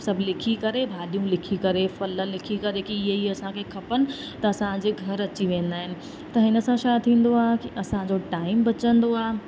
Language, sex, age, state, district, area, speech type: Sindhi, female, 30-45, Madhya Pradesh, Katni, rural, spontaneous